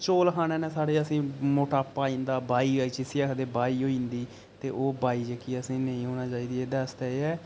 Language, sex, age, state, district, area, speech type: Dogri, male, 18-30, Jammu and Kashmir, Reasi, rural, spontaneous